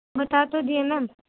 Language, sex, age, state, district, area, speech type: Urdu, female, 45-60, Delhi, Central Delhi, urban, conversation